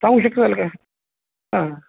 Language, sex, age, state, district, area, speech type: Marathi, male, 30-45, Maharashtra, Jalna, urban, conversation